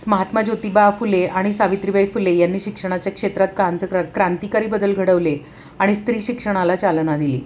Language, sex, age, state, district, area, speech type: Marathi, female, 45-60, Maharashtra, Pune, urban, spontaneous